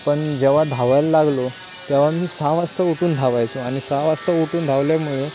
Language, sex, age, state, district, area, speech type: Marathi, male, 18-30, Maharashtra, Ratnagiri, rural, spontaneous